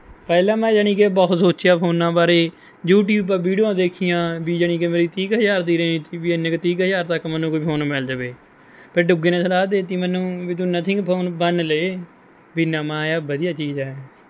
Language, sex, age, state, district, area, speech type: Punjabi, male, 18-30, Punjab, Mohali, rural, spontaneous